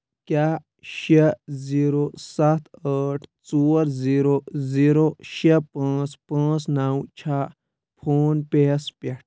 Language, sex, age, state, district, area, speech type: Kashmiri, male, 18-30, Jammu and Kashmir, Kulgam, rural, read